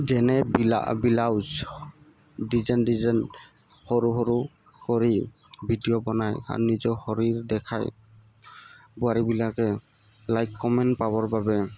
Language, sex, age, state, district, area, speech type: Assamese, male, 18-30, Assam, Tinsukia, rural, spontaneous